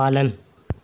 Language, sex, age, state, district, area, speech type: Hindi, male, 18-30, Rajasthan, Nagaur, rural, read